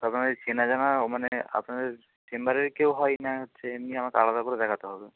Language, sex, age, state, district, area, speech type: Bengali, male, 18-30, West Bengal, Purba Medinipur, rural, conversation